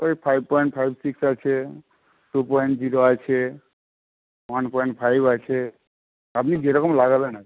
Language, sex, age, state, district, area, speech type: Bengali, male, 18-30, West Bengal, Jhargram, rural, conversation